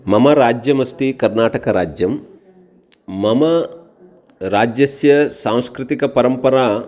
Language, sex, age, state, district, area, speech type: Sanskrit, male, 45-60, Karnataka, Uttara Kannada, urban, spontaneous